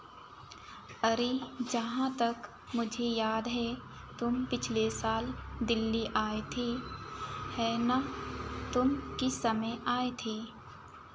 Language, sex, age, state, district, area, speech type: Hindi, female, 18-30, Madhya Pradesh, Chhindwara, urban, read